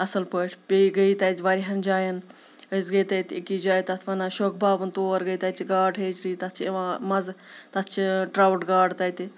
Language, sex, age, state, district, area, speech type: Kashmiri, female, 30-45, Jammu and Kashmir, Kupwara, urban, spontaneous